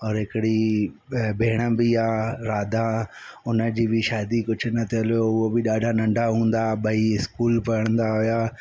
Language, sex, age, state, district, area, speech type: Sindhi, male, 45-60, Madhya Pradesh, Katni, urban, spontaneous